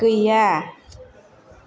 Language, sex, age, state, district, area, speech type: Bodo, female, 30-45, Assam, Chirang, rural, read